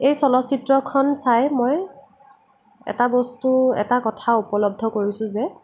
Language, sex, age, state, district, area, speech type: Assamese, female, 18-30, Assam, Nagaon, rural, spontaneous